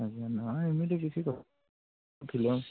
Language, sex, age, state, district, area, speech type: Odia, male, 45-60, Odisha, Sundergarh, rural, conversation